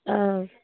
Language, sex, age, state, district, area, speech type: Assamese, female, 30-45, Assam, Barpeta, rural, conversation